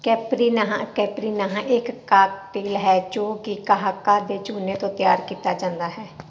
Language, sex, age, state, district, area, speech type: Punjabi, female, 30-45, Punjab, Firozpur, rural, read